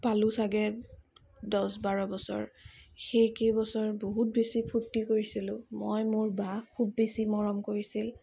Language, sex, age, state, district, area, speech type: Assamese, female, 45-60, Assam, Darrang, urban, spontaneous